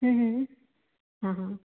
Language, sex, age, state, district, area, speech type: Hindi, female, 18-30, Madhya Pradesh, Betul, rural, conversation